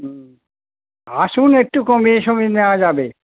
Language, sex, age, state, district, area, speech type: Bengali, male, 60+, West Bengal, Hooghly, rural, conversation